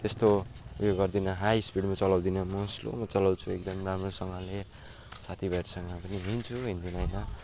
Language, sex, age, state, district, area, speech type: Nepali, male, 18-30, West Bengal, Alipurduar, rural, spontaneous